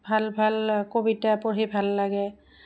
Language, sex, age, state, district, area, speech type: Assamese, female, 45-60, Assam, Goalpara, rural, spontaneous